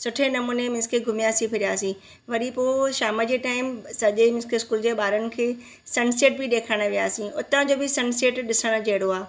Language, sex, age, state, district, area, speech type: Sindhi, female, 45-60, Gujarat, Surat, urban, spontaneous